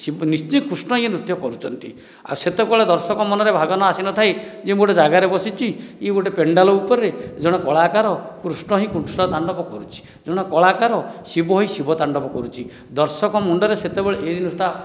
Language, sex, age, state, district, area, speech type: Odia, male, 60+, Odisha, Dhenkanal, rural, spontaneous